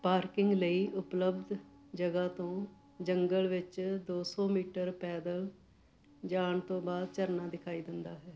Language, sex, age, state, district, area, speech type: Punjabi, female, 45-60, Punjab, Fatehgarh Sahib, urban, read